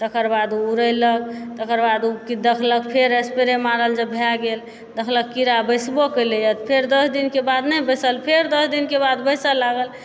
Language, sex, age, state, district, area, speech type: Maithili, female, 30-45, Bihar, Supaul, urban, spontaneous